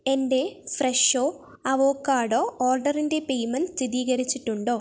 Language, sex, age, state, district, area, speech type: Malayalam, female, 18-30, Kerala, Wayanad, rural, read